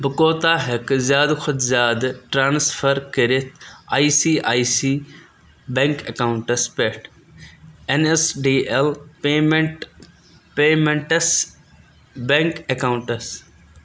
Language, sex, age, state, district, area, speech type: Kashmiri, male, 18-30, Jammu and Kashmir, Budgam, rural, read